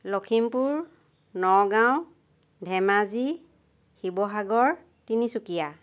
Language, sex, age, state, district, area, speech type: Assamese, female, 60+, Assam, Lakhimpur, rural, spontaneous